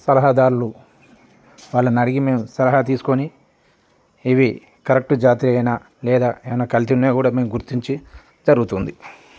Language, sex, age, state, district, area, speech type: Telugu, male, 45-60, Telangana, Peddapalli, rural, spontaneous